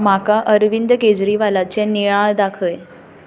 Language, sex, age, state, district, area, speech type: Goan Konkani, female, 18-30, Goa, Tiswadi, rural, read